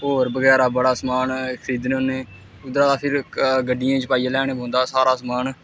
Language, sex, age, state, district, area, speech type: Dogri, male, 18-30, Jammu and Kashmir, Samba, rural, spontaneous